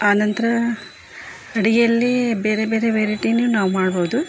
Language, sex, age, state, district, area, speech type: Kannada, female, 45-60, Karnataka, Koppal, urban, spontaneous